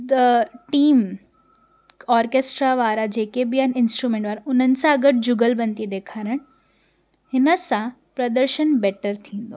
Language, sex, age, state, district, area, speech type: Sindhi, female, 18-30, Gujarat, Surat, urban, spontaneous